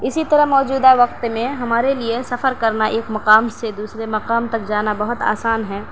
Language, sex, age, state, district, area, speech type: Urdu, female, 18-30, Delhi, South Delhi, urban, spontaneous